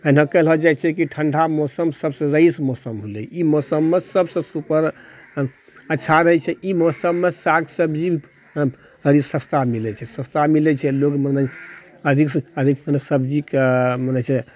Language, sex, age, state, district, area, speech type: Maithili, male, 60+, Bihar, Purnia, rural, spontaneous